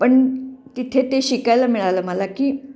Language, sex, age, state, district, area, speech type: Marathi, female, 45-60, Maharashtra, Pune, urban, spontaneous